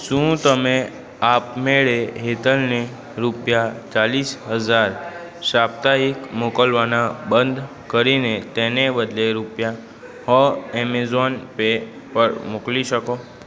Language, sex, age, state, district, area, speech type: Gujarati, male, 18-30, Gujarat, Aravalli, urban, read